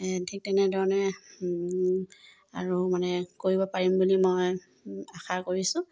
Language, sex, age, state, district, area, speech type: Assamese, female, 30-45, Assam, Sivasagar, rural, spontaneous